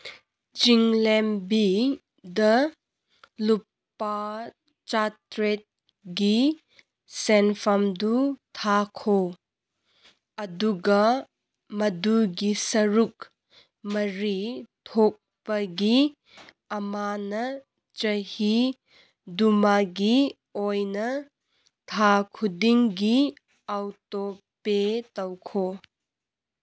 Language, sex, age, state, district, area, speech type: Manipuri, female, 18-30, Manipur, Kangpokpi, urban, read